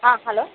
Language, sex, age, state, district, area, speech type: Tamil, female, 30-45, Tamil Nadu, Chennai, urban, conversation